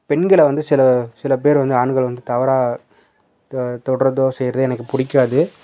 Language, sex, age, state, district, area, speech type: Tamil, male, 30-45, Tamil Nadu, Dharmapuri, rural, spontaneous